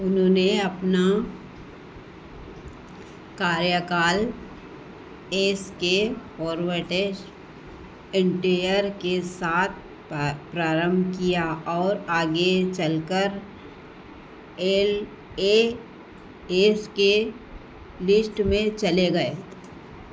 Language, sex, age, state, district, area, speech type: Hindi, female, 60+, Madhya Pradesh, Harda, urban, read